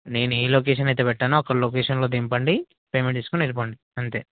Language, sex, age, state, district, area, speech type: Telugu, male, 18-30, Telangana, Mahbubnagar, rural, conversation